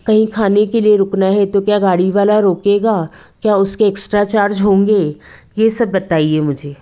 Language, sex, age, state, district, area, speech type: Hindi, female, 45-60, Madhya Pradesh, Betul, urban, spontaneous